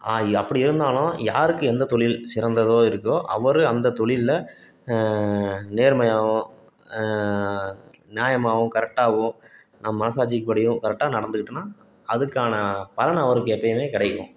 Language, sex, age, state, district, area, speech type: Tamil, male, 30-45, Tamil Nadu, Salem, urban, spontaneous